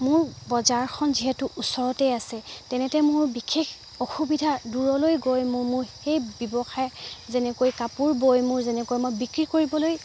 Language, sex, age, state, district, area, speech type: Assamese, female, 45-60, Assam, Dibrugarh, rural, spontaneous